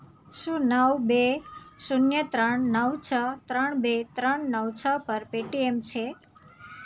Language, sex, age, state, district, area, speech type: Gujarati, female, 30-45, Gujarat, Surat, rural, read